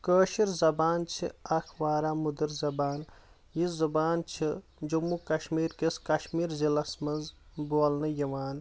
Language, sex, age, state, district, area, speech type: Kashmiri, male, 18-30, Jammu and Kashmir, Kulgam, urban, spontaneous